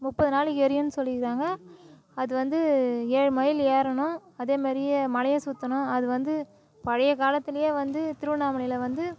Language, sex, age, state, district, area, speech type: Tamil, female, 30-45, Tamil Nadu, Tiruvannamalai, rural, spontaneous